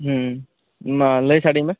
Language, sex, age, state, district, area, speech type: Santali, male, 18-30, West Bengal, Malda, rural, conversation